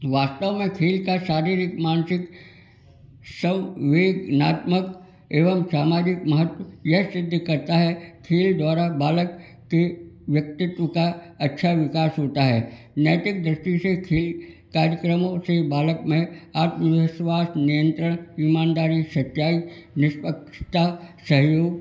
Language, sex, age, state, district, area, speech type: Hindi, male, 60+, Madhya Pradesh, Gwalior, rural, spontaneous